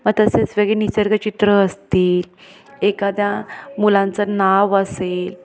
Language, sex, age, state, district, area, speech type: Marathi, female, 30-45, Maharashtra, Ahmednagar, urban, spontaneous